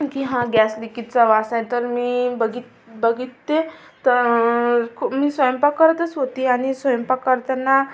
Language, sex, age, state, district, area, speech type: Marathi, female, 18-30, Maharashtra, Amravati, urban, spontaneous